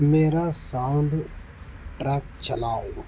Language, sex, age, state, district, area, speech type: Urdu, male, 60+, Maharashtra, Nashik, urban, read